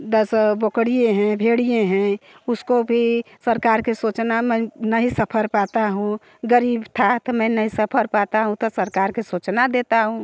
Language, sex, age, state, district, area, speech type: Hindi, female, 60+, Uttar Pradesh, Bhadohi, rural, spontaneous